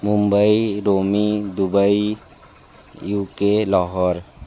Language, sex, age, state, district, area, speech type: Hindi, male, 18-30, Uttar Pradesh, Sonbhadra, rural, spontaneous